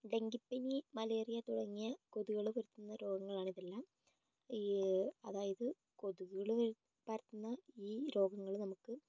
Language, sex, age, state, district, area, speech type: Malayalam, female, 18-30, Kerala, Kozhikode, urban, spontaneous